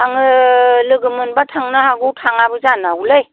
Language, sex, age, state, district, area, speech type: Bodo, female, 60+, Assam, Baksa, rural, conversation